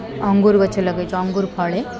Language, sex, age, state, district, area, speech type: Odia, female, 30-45, Odisha, Koraput, urban, spontaneous